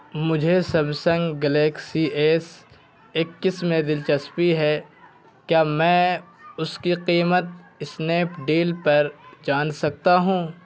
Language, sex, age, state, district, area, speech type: Urdu, male, 18-30, Bihar, Purnia, rural, read